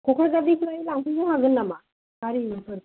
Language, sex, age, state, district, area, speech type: Bodo, female, 18-30, Assam, Kokrajhar, rural, conversation